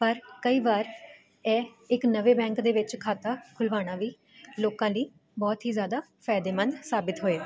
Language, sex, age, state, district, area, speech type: Punjabi, female, 18-30, Punjab, Jalandhar, urban, spontaneous